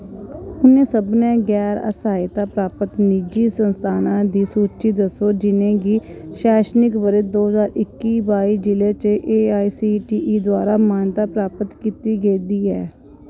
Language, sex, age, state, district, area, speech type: Dogri, female, 45-60, Jammu and Kashmir, Kathua, rural, read